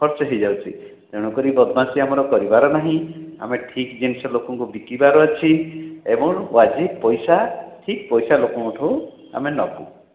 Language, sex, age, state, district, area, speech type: Odia, male, 60+, Odisha, Khordha, rural, conversation